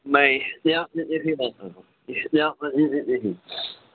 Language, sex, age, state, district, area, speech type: Urdu, male, 45-60, Telangana, Hyderabad, urban, conversation